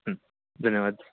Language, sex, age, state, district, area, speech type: Marathi, male, 30-45, Maharashtra, Yavatmal, urban, conversation